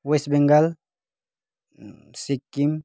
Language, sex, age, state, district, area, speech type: Nepali, male, 30-45, West Bengal, Kalimpong, rural, spontaneous